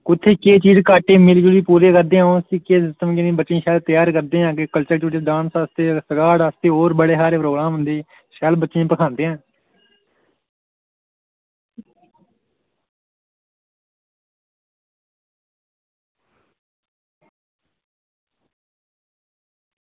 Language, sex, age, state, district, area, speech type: Dogri, male, 18-30, Jammu and Kashmir, Reasi, rural, conversation